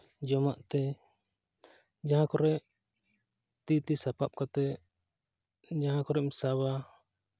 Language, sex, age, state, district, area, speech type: Santali, male, 18-30, Jharkhand, East Singhbhum, rural, spontaneous